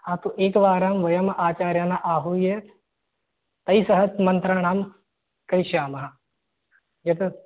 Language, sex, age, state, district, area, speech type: Sanskrit, male, 18-30, Rajasthan, Jaipur, urban, conversation